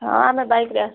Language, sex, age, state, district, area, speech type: Odia, female, 60+, Odisha, Kandhamal, rural, conversation